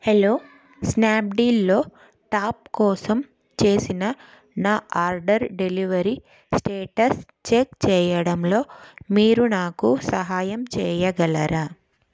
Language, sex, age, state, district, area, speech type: Telugu, female, 30-45, Telangana, Karimnagar, urban, read